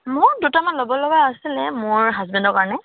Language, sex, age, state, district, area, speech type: Assamese, female, 18-30, Assam, Tinsukia, rural, conversation